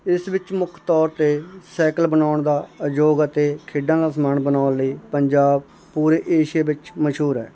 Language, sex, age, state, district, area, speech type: Punjabi, male, 30-45, Punjab, Barnala, urban, spontaneous